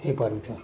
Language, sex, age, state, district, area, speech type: Odia, male, 60+, Odisha, Balangir, urban, spontaneous